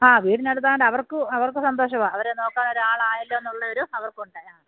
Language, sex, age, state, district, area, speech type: Malayalam, female, 45-60, Kerala, Pathanamthitta, rural, conversation